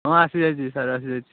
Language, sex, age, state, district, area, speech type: Odia, male, 30-45, Odisha, Balasore, rural, conversation